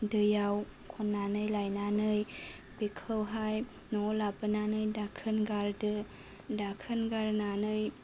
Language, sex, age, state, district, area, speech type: Bodo, female, 30-45, Assam, Chirang, rural, spontaneous